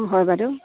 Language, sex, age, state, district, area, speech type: Assamese, female, 45-60, Assam, Dibrugarh, rural, conversation